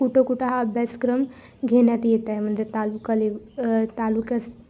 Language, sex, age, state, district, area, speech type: Marathi, female, 18-30, Maharashtra, Bhandara, rural, spontaneous